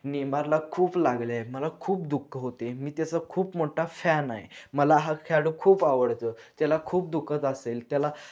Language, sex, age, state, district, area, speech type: Marathi, male, 18-30, Maharashtra, Kolhapur, urban, spontaneous